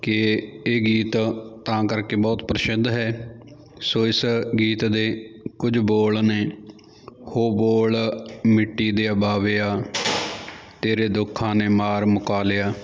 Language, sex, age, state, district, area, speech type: Punjabi, male, 30-45, Punjab, Jalandhar, urban, spontaneous